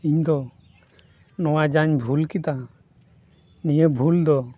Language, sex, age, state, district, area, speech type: Santali, male, 18-30, West Bengal, Purba Bardhaman, rural, spontaneous